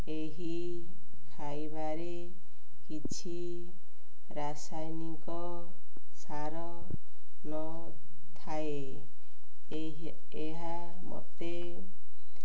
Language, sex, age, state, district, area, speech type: Odia, female, 45-60, Odisha, Ganjam, urban, spontaneous